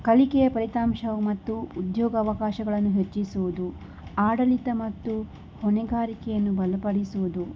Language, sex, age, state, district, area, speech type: Kannada, female, 18-30, Karnataka, Tumkur, rural, spontaneous